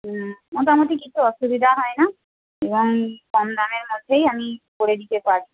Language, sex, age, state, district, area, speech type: Bengali, female, 45-60, West Bengal, Jhargram, rural, conversation